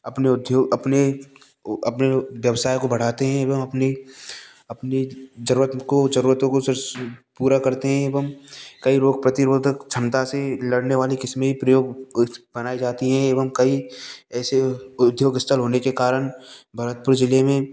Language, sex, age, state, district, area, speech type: Hindi, male, 18-30, Rajasthan, Bharatpur, rural, spontaneous